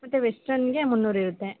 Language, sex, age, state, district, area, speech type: Kannada, female, 18-30, Karnataka, Tumkur, urban, conversation